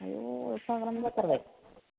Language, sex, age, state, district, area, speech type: Bodo, female, 30-45, Assam, Kokrajhar, rural, conversation